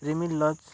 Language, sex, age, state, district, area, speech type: Santali, male, 18-30, West Bengal, Bankura, rural, spontaneous